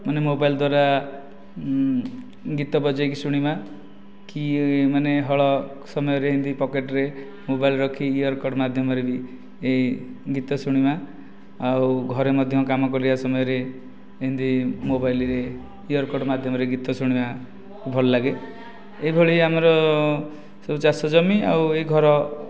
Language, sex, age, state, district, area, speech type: Odia, male, 30-45, Odisha, Nayagarh, rural, spontaneous